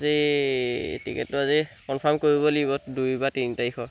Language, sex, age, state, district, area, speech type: Assamese, male, 18-30, Assam, Sivasagar, rural, spontaneous